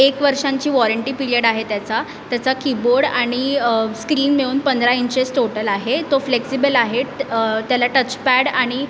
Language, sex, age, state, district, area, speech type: Marathi, female, 18-30, Maharashtra, Mumbai Suburban, urban, spontaneous